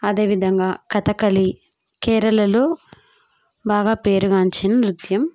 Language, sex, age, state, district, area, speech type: Telugu, female, 18-30, Andhra Pradesh, Kadapa, rural, spontaneous